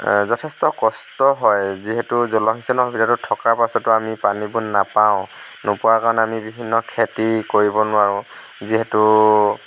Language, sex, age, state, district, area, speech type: Assamese, male, 30-45, Assam, Lakhimpur, rural, spontaneous